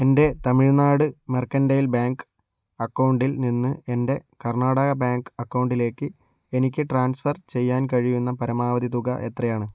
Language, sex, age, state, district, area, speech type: Malayalam, male, 45-60, Kerala, Kozhikode, urban, read